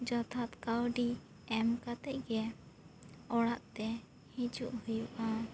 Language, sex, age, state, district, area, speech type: Santali, female, 18-30, West Bengal, Bankura, rural, spontaneous